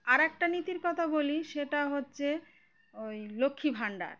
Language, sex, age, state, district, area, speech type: Bengali, female, 30-45, West Bengal, Uttar Dinajpur, urban, spontaneous